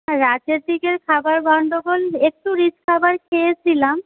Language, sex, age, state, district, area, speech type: Bengali, female, 18-30, West Bengal, Paschim Medinipur, rural, conversation